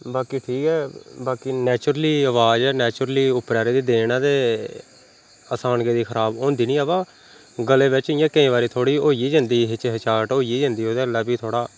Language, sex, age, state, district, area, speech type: Dogri, male, 30-45, Jammu and Kashmir, Reasi, rural, spontaneous